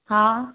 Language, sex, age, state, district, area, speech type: Sindhi, female, 30-45, Gujarat, Surat, urban, conversation